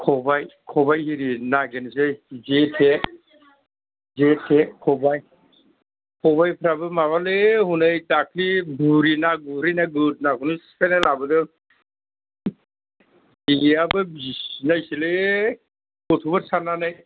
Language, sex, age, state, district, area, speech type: Bodo, male, 60+, Assam, Kokrajhar, rural, conversation